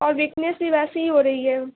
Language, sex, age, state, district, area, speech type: Urdu, female, 18-30, Uttar Pradesh, Mau, urban, conversation